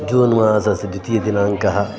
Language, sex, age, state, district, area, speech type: Sanskrit, male, 30-45, Karnataka, Dakshina Kannada, urban, spontaneous